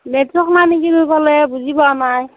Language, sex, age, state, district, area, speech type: Assamese, female, 18-30, Assam, Darrang, rural, conversation